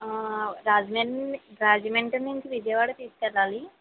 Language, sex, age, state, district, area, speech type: Telugu, female, 30-45, Andhra Pradesh, East Godavari, rural, conversation